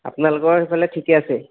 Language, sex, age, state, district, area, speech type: Assamese, male, 30-45, Assam, Golaghat, urban, conversation